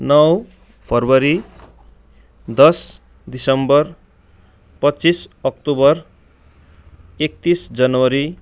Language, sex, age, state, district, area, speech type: Nepali, male, 45-60, West Bengal, Darjeeling, rural, spontaneous